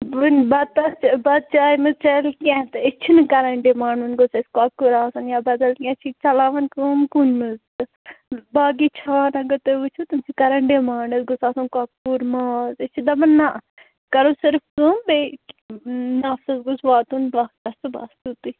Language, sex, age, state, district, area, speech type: Kashmiri, female, 18-30, Jammu and Kashmir, Shopian, rural, conversation